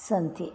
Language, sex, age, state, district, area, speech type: Sanskrit, female, 60+, Karnataka, Udupi, rural, spontaneous